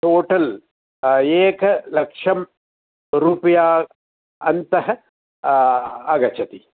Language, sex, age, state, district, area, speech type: Sanskrit, male, 60+, Tamil Nadu, Coimbatore, urban, conversation